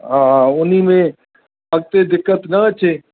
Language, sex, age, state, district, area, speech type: Sindhi, male, 60+, Uttar Pradesh, Lucknow, rural, conversation